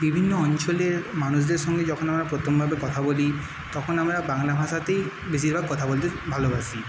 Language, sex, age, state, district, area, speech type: Bengali, male, 30-45, West Bengal, Paschim Medinipur, urban, spontaneous